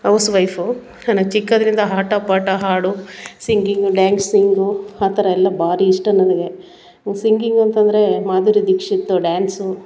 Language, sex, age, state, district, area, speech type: Kannada, female, 30-45, Karnataka, Mandya, rural, spontaneous